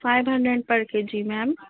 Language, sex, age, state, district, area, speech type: Urdu, female, 45-60, Delhi, South Delhi, urban, conversation